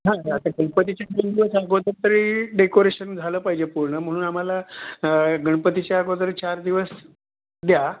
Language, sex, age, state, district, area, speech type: Marathi, male, 45-60, Maharashtra, Raigad, rural, conversation